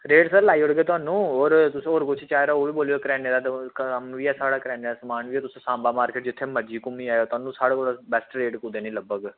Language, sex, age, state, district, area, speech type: Dogri, male, 18-30, Jammu and Kashmir, Samba, urban, conversation